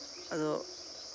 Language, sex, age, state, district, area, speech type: Santali, male, 18-30, Jharkhand, Seraikela Kharsawan, rural, spontaneous